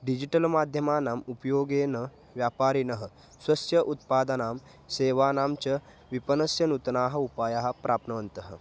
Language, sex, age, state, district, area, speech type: Sanskrit, male, 18-30, Maharashtra, Kolhapur, rural, spontaneous